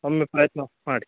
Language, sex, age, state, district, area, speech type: Kannada, male, 18-30, Karnataka, Davanagere, rural, conversation